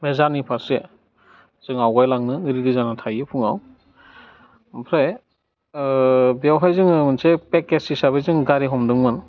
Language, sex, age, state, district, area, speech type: Bodo, male, 18-30, Assam, Udalguri, urban, spontaneous